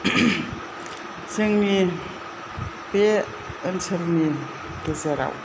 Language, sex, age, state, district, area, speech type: Bodo, female, 60+, Assam, Kokrajhar, rural, spontaneous